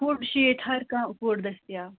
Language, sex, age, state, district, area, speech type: Kashmiri, female, 30-45, Jammu and Kashmir, Kupwara, rural, conversation